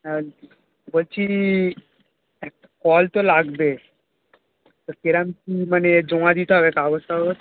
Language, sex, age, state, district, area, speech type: Bengali, male, 18-30, West Bengal, Darjeeling, rural, conversation